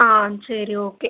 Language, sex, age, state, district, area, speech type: Tamil, female, 18-30, Tamil Nadu, Ranipet, urban, conversation